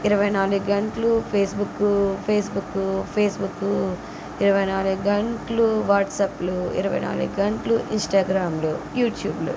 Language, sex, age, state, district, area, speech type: Telugu, female, 45-60, Andhra Pradesh, N T Rama Rao, urban, spontaneous